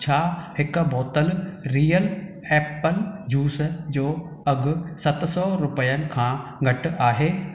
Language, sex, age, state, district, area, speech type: Sindhi, male, 45-60, Maharashtra, Thane, urban, read